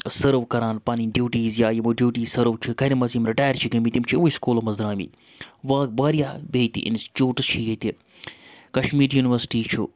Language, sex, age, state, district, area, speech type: Kashmiri, male, 30-45, Jammu and Kashmir, Srinagar, urban, spontaneous